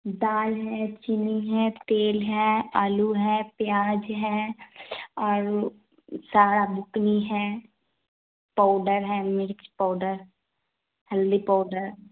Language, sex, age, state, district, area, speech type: Urdu, female, 18-30, Bihar, Khagaria, rural, conversation